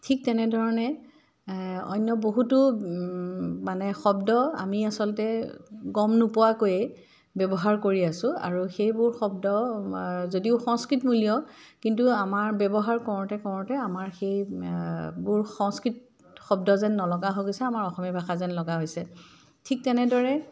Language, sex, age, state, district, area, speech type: Assamese, female, 45-60, Assam, Dibrugarh, rural, spontaneous